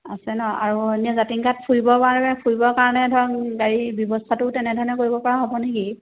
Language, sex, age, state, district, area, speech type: Assamese, female, 30-45, Assam, Sivasagar, rural, conversation